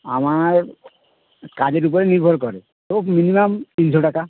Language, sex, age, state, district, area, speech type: Bengali, male, 30-45, West Bengal, Birbhum, urban, conversation